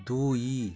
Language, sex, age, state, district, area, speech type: Odia, male, 60+, Odisha, Boudh, rural, read